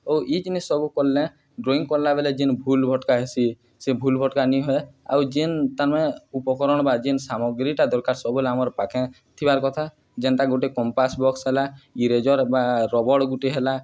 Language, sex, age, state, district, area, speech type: Odia, male, 18-30, Odisha, Nuapada, urban, spontaneous